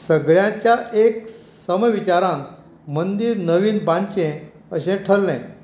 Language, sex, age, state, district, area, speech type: Goan Konkani, female, 60+, Goa, Canacona, rural, spontaneous